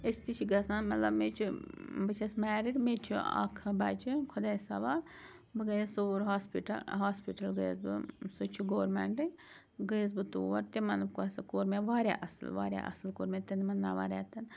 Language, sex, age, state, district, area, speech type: Kashmiri, female, 30-45, Jammu and Kashmir, Srinagar, urban, spontaneous